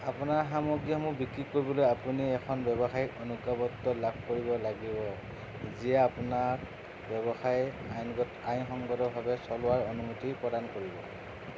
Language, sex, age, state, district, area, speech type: Assamese, male, 30-45, Assam, Darrang, rural, read